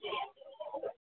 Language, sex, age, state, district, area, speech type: Hindi, male, 45-60, Madhya Pradesh, Bhopal, urban, conversation